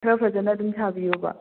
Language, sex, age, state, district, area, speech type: Manipuri, female, 30-45, Manipur, Kakching, rural, conversation